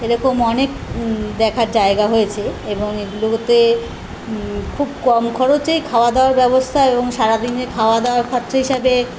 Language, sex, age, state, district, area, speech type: Bengali, female, 45-60, West Bengal, Kolkata, urban, spontaneous